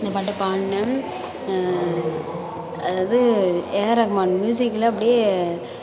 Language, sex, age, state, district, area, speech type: Tamil, female, 18-30, Tamil Nadu, Thanjavur, urban, spontaneous